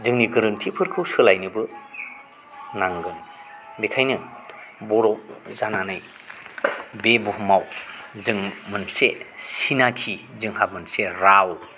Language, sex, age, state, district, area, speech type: Bodo, male, 45-60, Assam, Chirang, rural, spontaneous